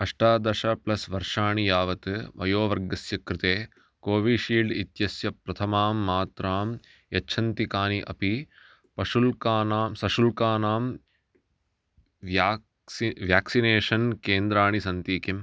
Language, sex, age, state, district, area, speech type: Sanskrit, male, 30-45, Karnataka, Bangalore Urban, urban, read